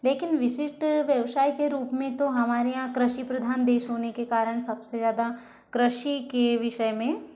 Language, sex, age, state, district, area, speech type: Hindi, female, 60+, Madhya Pradesh, Balaghat, rural, spontaneous